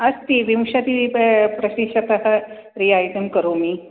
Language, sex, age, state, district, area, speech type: Sanskrit, female, 45-60, Karnataka, Dakshina Kannada, urban, conversation